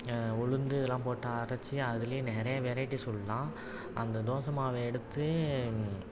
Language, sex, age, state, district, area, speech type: Tamil, male, 30-45, Tamil Nadu, Thanjavur, urban, spontaneous